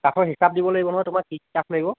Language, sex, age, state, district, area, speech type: Assamese, male, 30-45, Assam, Charaideo, urban, conversation